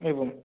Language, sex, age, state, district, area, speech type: Sanskrit, male, 18-30, Odisha, Puri, rural, conversation